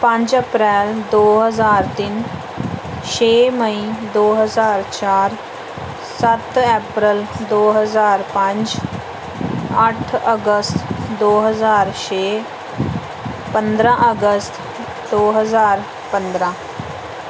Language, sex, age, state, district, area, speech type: Punjabi, female, 30-45, Punjab, Pathankot, rural, spontaneous